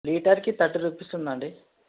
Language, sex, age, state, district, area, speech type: Telugu, male, 18-30, Telangana, Mahbubnagar, urban, conversation